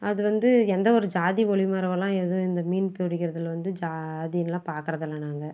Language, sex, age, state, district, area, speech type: Tamil, female, 60+, Tamil Nadu, Krishnagiri, rural, spontaneous